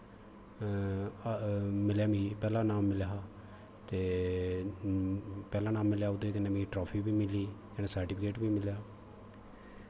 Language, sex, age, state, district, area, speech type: Dogri, male, 30-45, Jammu and Kashmir, Kathua, rural, spontaneous